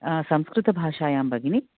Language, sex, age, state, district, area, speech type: Sanskrit, female, 30-45, Karnataka, Bangalore Urban, urban, conversation